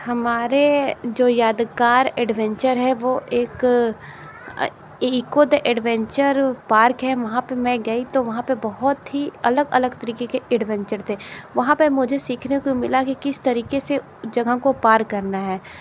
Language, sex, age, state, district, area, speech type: Hindi, female, 18-30, Uttar Pradesh, Sonbhadra, rural, spontaneous